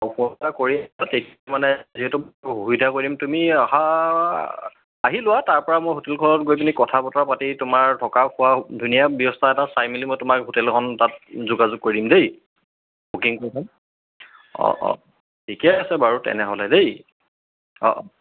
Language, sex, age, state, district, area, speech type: Assamese, male, 30-45, Assam, Charaideo, urban, conversation